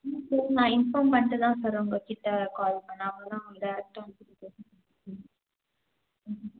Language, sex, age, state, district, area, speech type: Tamil, female, 18-30, Tamil Nadu, Salem, urban, conversation